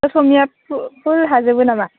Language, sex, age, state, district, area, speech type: Bodo, female, 18-30, Assam, Baksa, rural, conversation